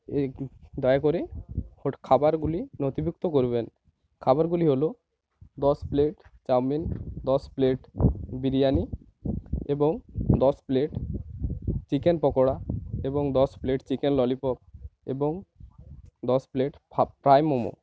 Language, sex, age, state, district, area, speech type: Bengali, male, 18-30, West Bengal, Purba Medinipur, rural, spontaneous